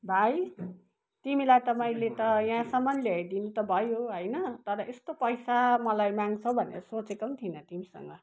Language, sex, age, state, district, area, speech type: Nepali, female, 60+, West Bengal, Kalimpong, rural, spontaneous